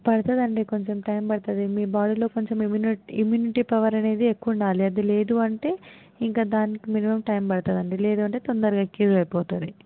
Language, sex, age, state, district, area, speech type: Telugu, female, 18-30, Telangana, Hyderabad, urban, conversation